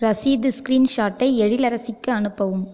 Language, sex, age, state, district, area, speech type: Tamil, female, 18-30, Tamil Nadu, Viluppuram, urban, read